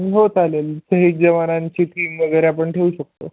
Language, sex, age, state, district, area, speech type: Marathi, male, 18-30, Maharashtra, Osmanabad, rural, conversation